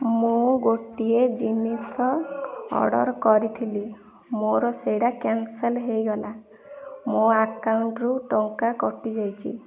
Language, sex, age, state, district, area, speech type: Odia, female, 18-30, Odisha, Ganjam, urban, spontaneous